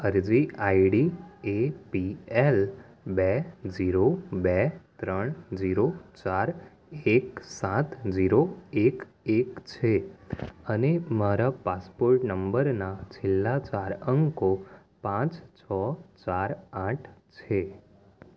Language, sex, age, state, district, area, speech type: Gujarati, male, 18-30, Gujarat, Anand, urban, read